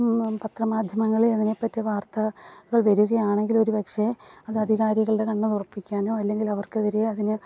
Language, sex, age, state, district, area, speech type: Malayalam, female, 30-45, Kerala, Kollam, rural, spontaneous